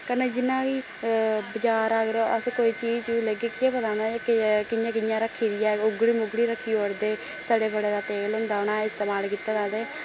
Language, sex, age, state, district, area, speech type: Dogri, female, 18-30, Jammu and Kashmir, Samba, rural, spontaneous